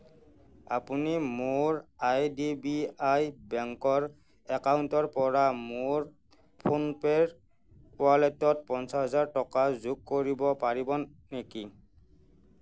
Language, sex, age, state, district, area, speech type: Assamese, male, 30-45, Assam, Nagaon, rural, read